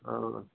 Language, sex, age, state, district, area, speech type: Assamese, male, 60+, Assam, Majuli, urban, conversation